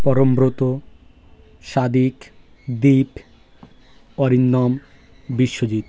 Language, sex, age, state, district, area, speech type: Bengali, male, 18-30, West Bengal, South 24 Parganas, rural, spontaneous